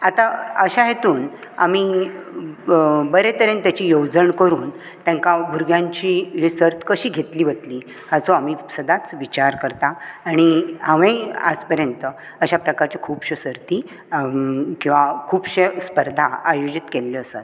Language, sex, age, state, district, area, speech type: Goan Konkani, female, 60+, Goa, Bardez, urban, spontaneous